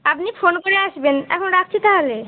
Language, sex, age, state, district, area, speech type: Bengali, female, 18-30, West Bengal, Dakshin Dinajpur, urban, conversation